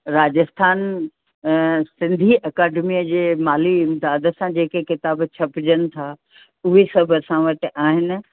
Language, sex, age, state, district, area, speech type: Sindhi, female, 60+, Rajasthan, Ajmer, urban, conversation